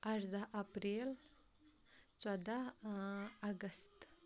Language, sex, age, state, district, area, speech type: Kashmiri, female, 18-30, Jammu and Kashmir, Kupwara, rural, spontaneous